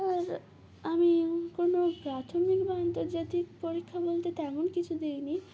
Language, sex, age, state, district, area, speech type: Bengali, female, 18-30, West Bengal, Uttar Dinajpur, urban, spontaneous